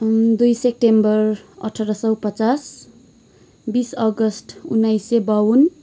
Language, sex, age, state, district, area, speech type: Nepali, female, 18-30, West Bengal, Kalimpong, rural, spontaneous